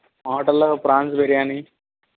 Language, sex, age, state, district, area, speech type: Telugu, male, 45-60, Andhra Pradesh, Kadapa, rural, conversation